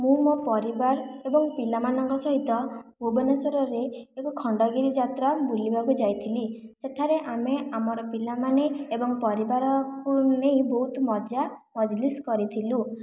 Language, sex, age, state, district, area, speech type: Odia, female, 45-60, Odisha, Khordha, rural, spontaneous